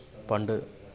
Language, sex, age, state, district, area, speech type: Malayalam, male, 30-45, Kerala, Kollam, rural, spontaneous